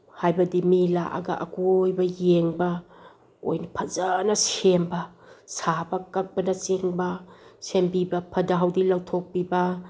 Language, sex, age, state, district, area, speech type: Manipuri, female, 60+, Manipur, Bishnupur, rural, spontaneous